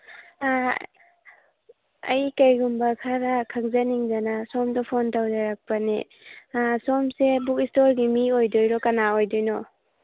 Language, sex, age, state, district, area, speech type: Manipuri, female, 30-45, Manipur, Churachandpur, urban, conversation